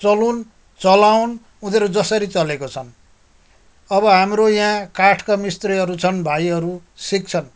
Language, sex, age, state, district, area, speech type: Nepali, male, 60+, West Bengal, Kalimpong, rural, spontaneous